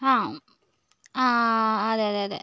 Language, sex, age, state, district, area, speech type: Malayalam, female, 18-30, Kerala, Wayanad, rural, spontaneous